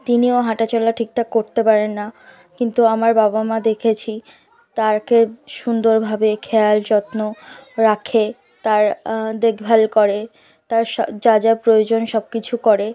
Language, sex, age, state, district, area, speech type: Bengali, female, 18-30, West Bengal, South 24 Parganas, rural, spontaneous